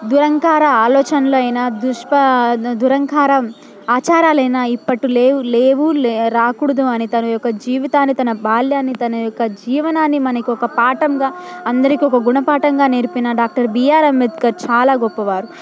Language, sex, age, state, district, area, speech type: Telugu, female, 18-30, Telangana, Hyderabad, rural, spontaneous